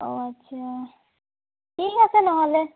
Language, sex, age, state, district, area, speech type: Assamese, female, 18-30, Assam, Tinsukia, rural, conversation